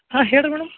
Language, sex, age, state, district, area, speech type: Kannada, male, 45-60, Karnataka, Belgaum, rural, conversation